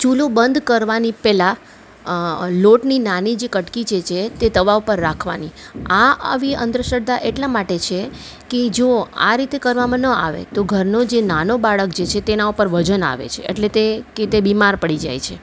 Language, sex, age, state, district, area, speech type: Gujarati, female, 30-45, Gujarat, Ahmedabad, urban, spontaneous